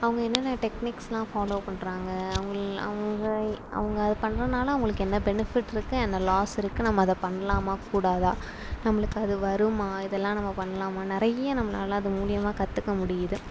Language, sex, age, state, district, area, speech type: Tamil, female, 18-30, Tamil Nadu, Sivaganga, rural, spontaneous